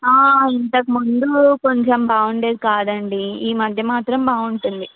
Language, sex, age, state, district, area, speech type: Telugu, female, 30-45, Andhra Pradesh, N T Rama Rao, urban, conversation